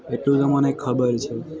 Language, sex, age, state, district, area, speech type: Gujarati, male, 18-30, Gujarat, Valsad, rural, spontaneous